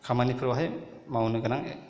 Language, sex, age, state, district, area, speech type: Bodo, male, 30-45, Assam, Chirang, rural, spontaneous